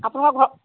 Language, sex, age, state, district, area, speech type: Assamese, female, 45-60, Assam, Golaghat, rural, conversation